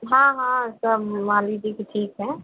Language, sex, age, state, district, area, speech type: Hindi, female, 30-45, Uttar Pradesh, Azamgarh, urban, conversation